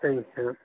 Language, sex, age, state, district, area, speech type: Tamil, male, 18-30, Tamil Nadu, Nilgiris, rural, conversation